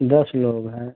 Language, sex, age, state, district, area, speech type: Hindi, male, 30-45, Uttar Pradesh, Prayagraj, urban, conversation